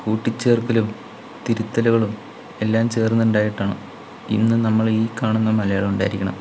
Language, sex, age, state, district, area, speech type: Malayalam, male, 30-45, Kerala, Palakkad, urban, spontaneous